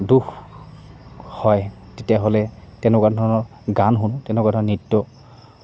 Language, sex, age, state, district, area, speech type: Assamese, male, 18-30, Assam, Goalpara, rural, spontaneous